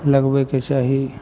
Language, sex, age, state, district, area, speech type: Maithili, male, 18-30, Bihar, Madhepura, rural, spontaneous